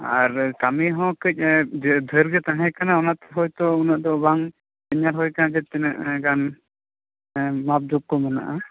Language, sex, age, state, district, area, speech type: Santali, male, 18-30, West Bengal, Bankura, rural, conversation